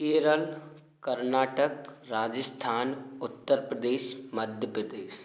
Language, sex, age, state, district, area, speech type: Hindi, male, 18-30, Rajasthan, Bharatpur, rural, spontaneous